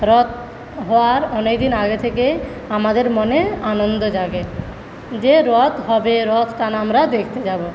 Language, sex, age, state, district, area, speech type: Bengali, female, 45-60, West Bengal, Paschim Medinipur, rural, spontaneous